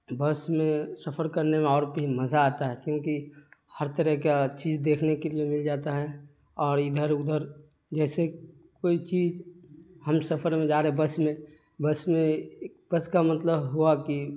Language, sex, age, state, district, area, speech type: Urdu, male, 30-45, Bihar, Darbhanga, urban, spontaneous